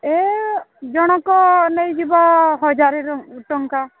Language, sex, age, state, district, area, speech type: Odia, female, 18-30, Odisha, Balangir, urban, conversation